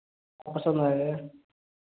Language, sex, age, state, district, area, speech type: Hindi, male, 30-45, Uttar Pradesh, Prayagraj, rural, conversation